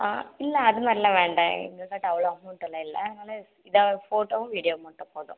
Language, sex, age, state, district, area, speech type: Tamil, female, 18-30, Tamil Nadu, Dharmapuri, rural, conversation